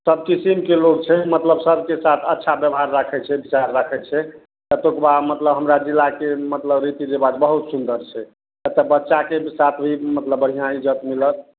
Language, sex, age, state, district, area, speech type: Maithili, male, 60+, Bihar, Madhepura, urban, conversation